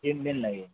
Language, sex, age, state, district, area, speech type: Hindi, male, 30-45, Madhya Pradesh, Harda, urban, conversation